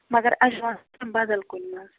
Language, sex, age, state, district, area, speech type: Kashmiri, female, 60+, Jammu and Kashmir, Ganderbal, rural, conversation